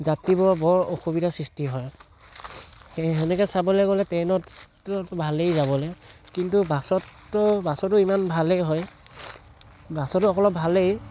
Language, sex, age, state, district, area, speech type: Assamese, male, 18-30, Assam, Tinsukia, rural, spontaneous